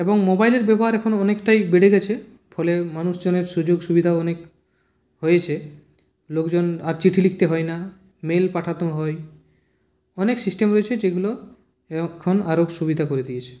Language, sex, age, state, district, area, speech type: Bengali, male, 30-45, West Bengal, Purulia, rural, spontaneous